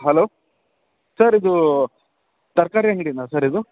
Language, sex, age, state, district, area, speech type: Kannada, male, 18-30, Karnataka, Bellary, rural, conversation